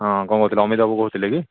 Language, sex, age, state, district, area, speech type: Odia, male, 30-45, Odisha, Sambalpur, rural, conversation